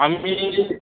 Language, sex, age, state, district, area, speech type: Bengali, male, 30-45, West Bengal, Paschim Medinipur, rural, conversation